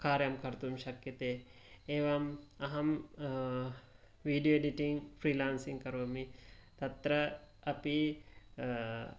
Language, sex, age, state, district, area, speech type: Sanskrit, male, 18-30, Karnataka, Mysore, rural, spontaneous